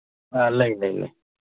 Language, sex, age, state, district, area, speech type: Manipuri, male, 18-30, Manipur, Kakching, rural, conversation